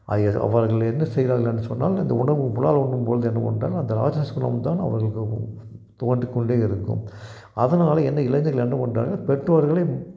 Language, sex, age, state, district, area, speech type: Tamil, male, 60+, Tamil Nadu, Tiruppur, rural, spontaneous